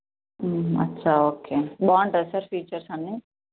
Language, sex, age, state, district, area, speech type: Telugu, female, 30-45, Telangana, Vikarabad, urban, conversation